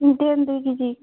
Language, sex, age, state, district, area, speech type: Bengali, female, 45-60, West Bengal, Alipurduar, rural, conversation